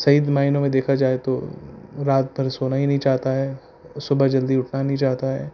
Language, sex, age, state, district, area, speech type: Urdu, male, 18-30, Delhi, North East Delhi, urban, spontaneous